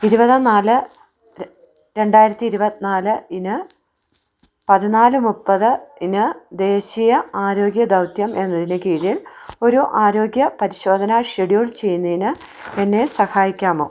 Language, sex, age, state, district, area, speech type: Malayalam, female, 30-45, Kerala, Idukki, rural, read